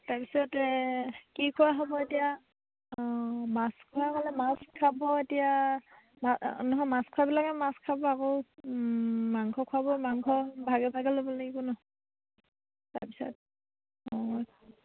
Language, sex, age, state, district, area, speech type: Assamese, female, 30-45, Assam, Dhemaji, rural, conversation